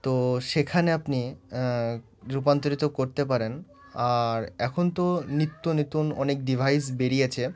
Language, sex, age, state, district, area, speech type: Bengali, male, 18-30, West Bengal, Murshidabad, urban, spontaneous